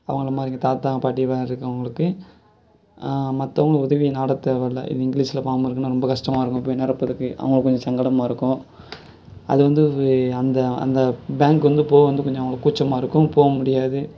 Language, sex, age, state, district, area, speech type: Tamil, male, 18-30, Tamil Nadu, Virudhunagar, rural, spontaneous